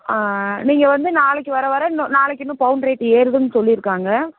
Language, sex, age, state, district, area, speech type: Tamil, female, 30-45, Tamil Nadu, Namakkal, rural, conversation